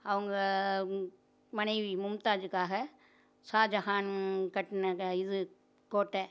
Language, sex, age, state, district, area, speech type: Tamil, female, 45-60, Tamil Nadu, Madurai, urban, spontaneous